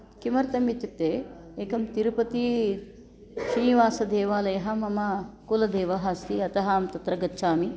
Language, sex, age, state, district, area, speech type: Sanskrit, female, 60+, Karnataka, Bangalore Urban, urban, spontaneous